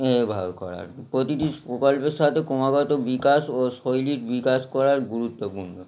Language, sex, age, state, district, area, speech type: Bengali, male, 30-45, West Bengal, Howrah, urban, spontaneous